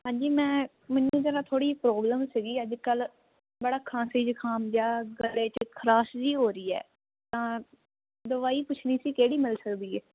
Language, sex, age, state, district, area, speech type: Punjabi, female, 18-30, Punjab, Jalandhar, urban, conversation